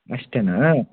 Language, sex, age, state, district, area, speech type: Kannada, male, 18-30, Karnataka, Shimoga, urban, conversation